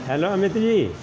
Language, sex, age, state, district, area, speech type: Punjabi, male, 45-60, Punjab, Gurdaspur, urban, spontaneous